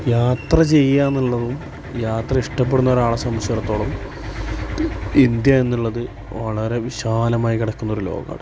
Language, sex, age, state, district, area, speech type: Malayalam, male, 30-45, Kerala, Malappuram, rural, spontaneous